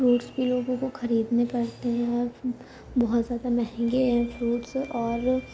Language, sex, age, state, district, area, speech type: Urdu, female, 18-30, Uttar Pradesh, Ghaziabad, urban, spontaneous